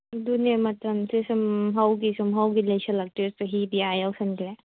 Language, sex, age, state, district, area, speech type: Manipuri, female, 18-30, Manipur, Senapati, urban, conversation